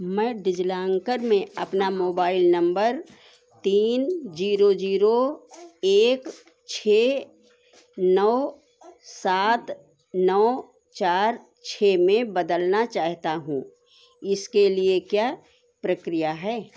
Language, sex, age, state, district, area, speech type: Hindi, female, 60+, Uttar Pradesh, Sitapur, rural, read